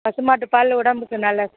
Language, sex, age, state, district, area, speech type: Tamil, female, 60+, Tamil Nadu, Mayiladuthurai, urban, conversation